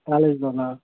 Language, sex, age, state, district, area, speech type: Telugu, male, 18-30, Telangana, Khammam, urban, conversation